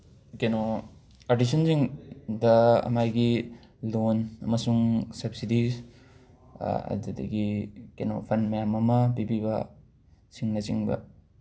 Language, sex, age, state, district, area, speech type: Manipuri, male, 45-60, Manipur, Imphal West, urban, spontaneous